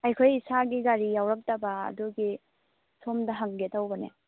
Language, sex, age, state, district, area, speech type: Manipuri, female, 18-30, Manipur, Churachandpur, rural, conversation